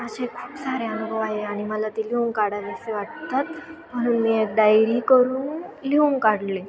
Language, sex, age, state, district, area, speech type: Marathi, female, 18-30, Maharashtra, Ahmednagar, urban, spontaneous